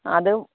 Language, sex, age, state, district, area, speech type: Malayalam, female, 45-60, Kerala, Kottayam, rural, conversation